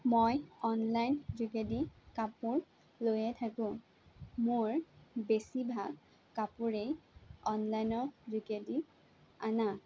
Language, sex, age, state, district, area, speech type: Assamese, female, 18-30, Assam, Sonitpur, rural, spontaneous